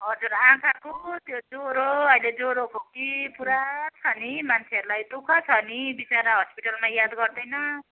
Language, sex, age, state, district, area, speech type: Nepali, female, 60+, West Bengal, Kalimpong, rural, conversation